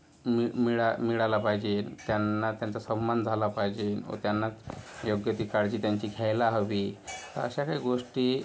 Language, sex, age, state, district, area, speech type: Marathi, male, 45-60, Maharashtra, Yavatmal, urban, spontaneous